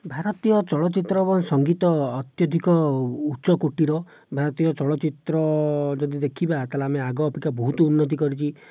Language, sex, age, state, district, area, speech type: Odia, male, 45-60, Odisha, Jajpur, rural, spontaneous